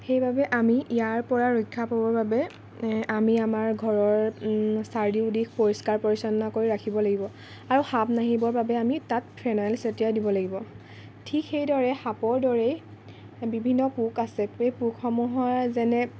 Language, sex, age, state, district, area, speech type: Assamese, female, 18-30, Assam, Lakhimpur, rural, spontaneous